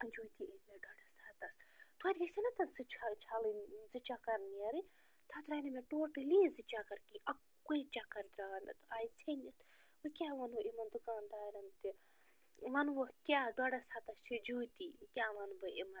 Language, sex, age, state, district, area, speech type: Kashmiri, female, 30-45, Jammu and Kashmir, Bandipora, rural, spontaneous